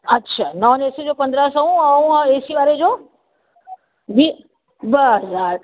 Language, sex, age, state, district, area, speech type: Sindhi, female, 45-60, Delhi, South Delhi, urban, conversation